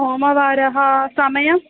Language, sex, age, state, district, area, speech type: Sanskrit, female, 18-30, Kerala, Thrissur, rural, conversation